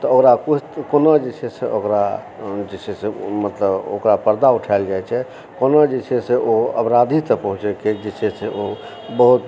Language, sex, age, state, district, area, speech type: Maithili, male, 45-60, Bihar, Supaul, rural, spontaneous